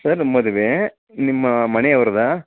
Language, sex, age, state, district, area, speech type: Kannada, male, 30-45, Karnataka, Chamarajanagar, rural, conversation